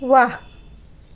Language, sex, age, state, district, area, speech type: Assamese, female, 18-30, Assam, Nagaon, rural, read